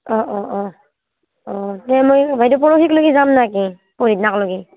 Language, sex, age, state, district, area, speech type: Assamese, female, 30-45, Assam, Barpeta, rural, conversation